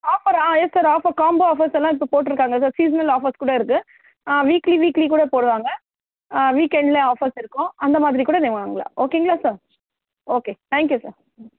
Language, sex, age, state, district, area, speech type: Tamil, female, 45-60, Tamil Nadu, Chennai, urban, conversation